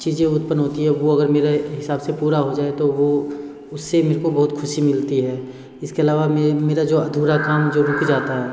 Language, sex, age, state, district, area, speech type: Hindi, male, 30-45, Bihar, Darbhanga, rural, spontaneous